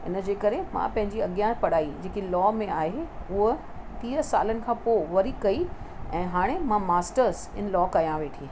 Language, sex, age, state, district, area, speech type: Sindhi, female, 45-60, Maharashtra, Mumbai Suburban, urban, spontaneous